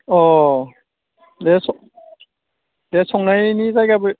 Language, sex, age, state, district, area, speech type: Bodo, male, 45-60, Assam, Udalguri, urban, conversation